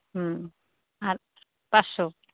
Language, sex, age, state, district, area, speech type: Bengali, female, 45-60, West Bengal, Purba Bardhaman, rural, conversation